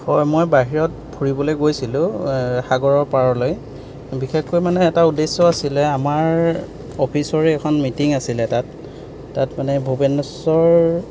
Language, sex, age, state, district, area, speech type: Assamese, male, 30-45, Assam, Golaghat, rural, spontaneous